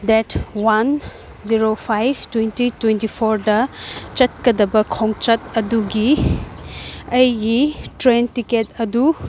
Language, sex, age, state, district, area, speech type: Manipuri, female, 18-30, Manipur, Kangpokpi, urban, read